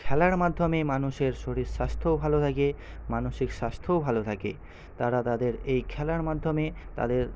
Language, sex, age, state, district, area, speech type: Bengali, male, 18-30, West Bengal, Paschim Medinipur, rural, spontaneous